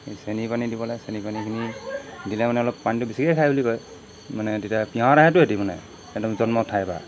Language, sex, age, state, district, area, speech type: Assamese, male, 45-60, Assam, Golaghat, rural, spontaneous